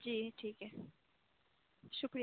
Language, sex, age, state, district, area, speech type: Urdu, female, 18-30, Bihar, Khagaria, rural, conversation